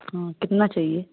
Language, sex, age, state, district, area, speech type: Hindi, female, 18-30, Uttar Pradesh, Jaunpur, rural, conversation